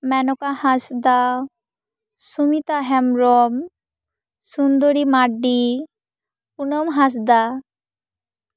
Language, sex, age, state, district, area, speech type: Santali, female, 18-30, West Bengal, Purba Bardhaman, rural, spontaneous